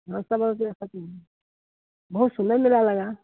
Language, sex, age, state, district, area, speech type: Hindi, female, 60+, Bihar, Begusarai, urban, conversation